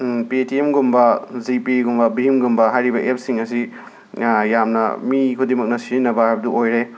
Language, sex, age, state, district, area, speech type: Manipuri, male, 18-30, Manipur, Imphal West, urban, spontaneous